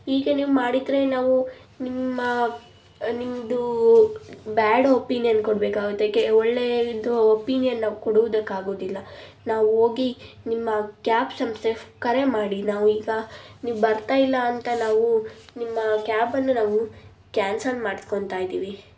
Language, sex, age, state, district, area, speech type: Kannada, female, 30-45, Karnataka, Davanagere, urban, spontaneous